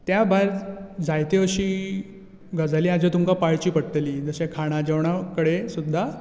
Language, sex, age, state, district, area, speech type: Goan Konkani, male, 18-30, Goa, Bardez, rural, spontaneous